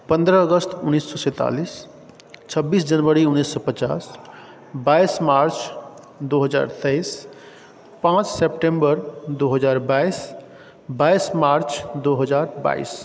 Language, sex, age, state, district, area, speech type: Maithili, male, 30-45, Bihar, Supaul, rural, spontaneous